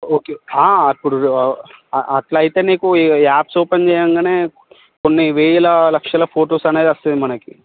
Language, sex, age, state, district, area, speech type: Telugu, male, 18-30, Telangana, Nirmal, rural, conversation